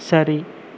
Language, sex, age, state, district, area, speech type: Tamil, male, 30-45, Tamil Nadu, Erode, rural, read